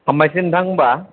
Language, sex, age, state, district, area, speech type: Bodo, male, 18-30, Assam, Chirang, rural, conversation